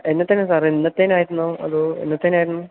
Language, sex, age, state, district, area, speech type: Malayalam, male, 18-30, Kerala, Idukki, rural, conversation